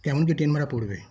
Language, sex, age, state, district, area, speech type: Bengali, male, 60+, West Bengal, Darjeeling, rural, spontaneous